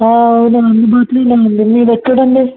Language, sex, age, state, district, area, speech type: Telugu, male, 18-30, Telangana, Mancherial, rural, conversation